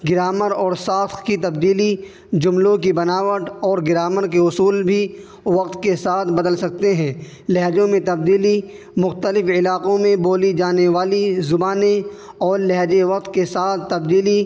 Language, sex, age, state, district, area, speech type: Urdu, male, 18-30, Uttar Pradesh, Saharanpur, urban, spontaneous